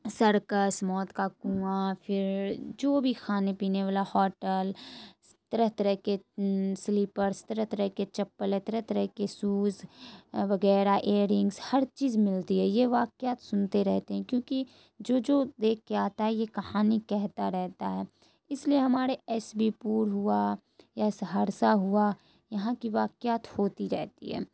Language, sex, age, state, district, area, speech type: Urdu, female, 18-30, Bihar, Saharsa, rural, spontaneous